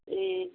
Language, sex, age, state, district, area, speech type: Nepali, female, 45-60, West Bengal, Kalimpong, rural, conversation